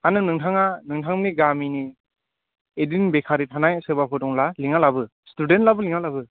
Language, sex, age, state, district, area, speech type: Bodo, male, 18-30, Assam, Chirang, rural, conversation